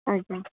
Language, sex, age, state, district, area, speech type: Odia, female, 45-60, Odisha, Sundergarh, rural, conversation